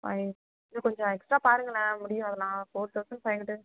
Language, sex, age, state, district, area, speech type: Tamil, female, 18-30, Tamil Nadu, Tiruvarur, rural, conversation